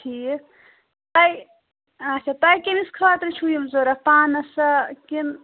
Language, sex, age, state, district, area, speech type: Kashmiri, female, 30-45, Jammu and Kashmir, Pulwama, urban, conversation